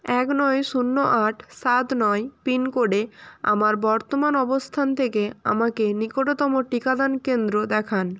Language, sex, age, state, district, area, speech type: Bengali, female, 18-30, West Bengal, North 24 Parganas, rural, read